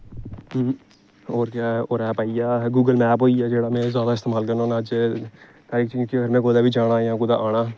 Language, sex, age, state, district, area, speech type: Dogri, male, 18-30, Jammu and Kashmir, Reasi, rural, spontaneous